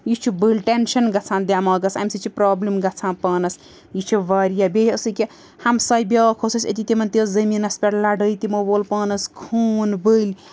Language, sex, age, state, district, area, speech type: Kashmiri, female, 30-45, Jammu and Kashmir, Srinagar, urban, spontaneous